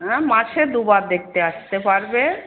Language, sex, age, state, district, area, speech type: Bengali, female, 60+, West Bengal, Darjeeling, urban, conversation